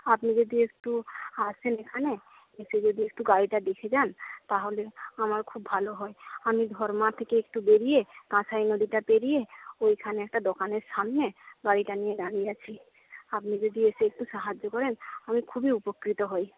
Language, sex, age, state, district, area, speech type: Bengali, female, 30-45, West Bengal, Paschim Medinipur, rural, conversation